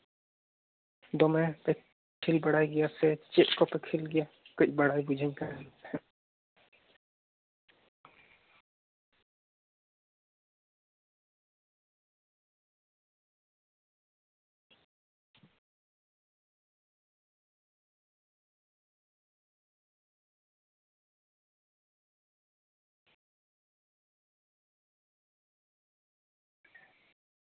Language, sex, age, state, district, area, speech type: Santali, female, 18-30, West Bengal, Jhargram, rural, conversation